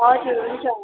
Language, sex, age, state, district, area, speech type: Nepali, female, 18-30, West Bengal, Darjeeling, rural, conversation